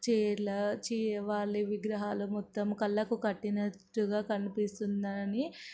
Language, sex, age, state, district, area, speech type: Telugu, female, 45-60, Telangana, Ranga Reddy, urban, spontaneous